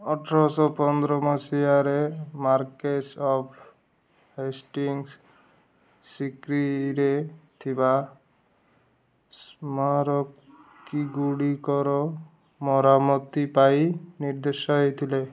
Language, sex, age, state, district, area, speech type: Odia, male, 18-30, Odisha, Malkangiri, urban, read